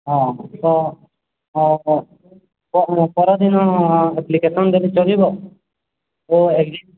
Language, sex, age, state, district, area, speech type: Odia, male, 18-30, Odisha, Balangir, urban, conversation